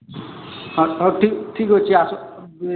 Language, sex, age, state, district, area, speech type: Odia, male, 45-60, Odisha, Sambalpur, rural, conversation